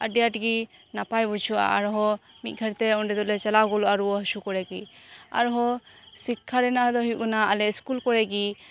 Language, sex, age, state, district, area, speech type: Santali, female, 18-30, West Bengal, Birbhum, rural, spontaneous